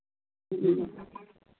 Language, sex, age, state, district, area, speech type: Hindi, female, 60+, Uttar Pradesh, Lucknow, rural, conversation